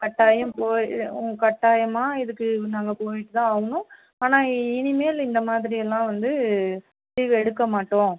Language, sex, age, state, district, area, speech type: Tamil, female, 30-45, Tamil Nadu, Dharmapuri, rural, conversation